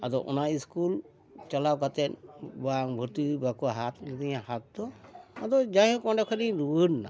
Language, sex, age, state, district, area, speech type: Santali, male, 60+, West Bengal, Dakshin Dinajpur, rural, spontaneous